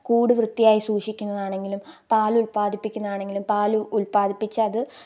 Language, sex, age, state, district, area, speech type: Malayalam, female, 18-30, Kerala, Pathanamthitta, rural, spontaneous